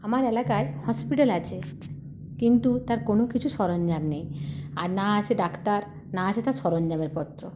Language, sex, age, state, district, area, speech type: Bengali, female, 30-45, West Bengal, Paschim Medinipur, rural, spontaneous